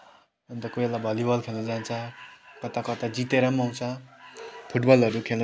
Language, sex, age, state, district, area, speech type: Nepali, male, 18-30, West Bengal, Kalimpong, rural, spontaneous